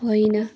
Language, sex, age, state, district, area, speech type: Nepali, female, 18-30, West Bengal, Kalimpong, rural, read